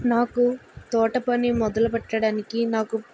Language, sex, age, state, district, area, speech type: Telugu, female, 30-45, Andhra Pradesh, Vizianagaram, rural, spontaneous